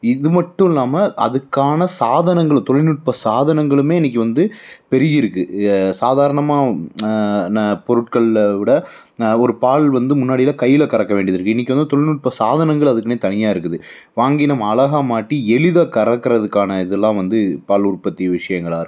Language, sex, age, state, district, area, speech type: Tamil, male, 30-45, Tamil Nadu, Coimbatore, urban, spontaneous